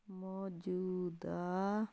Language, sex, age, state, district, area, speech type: Punjabi, female, 18-30, Punjab, Sangrur, urban, read